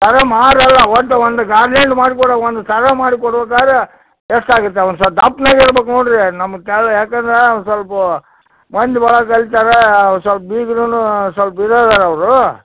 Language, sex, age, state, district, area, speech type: Kannada, male, 60+, Karnataka, Koppal, rural, conversation